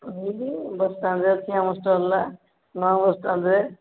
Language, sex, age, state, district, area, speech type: Odia, female, 45-60, Odisha, Angul, rural, conversation